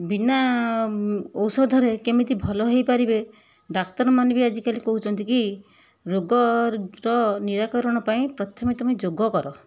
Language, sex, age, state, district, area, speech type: Odia, female, 60+, Odisha, Kendujhar, urban, spontaneous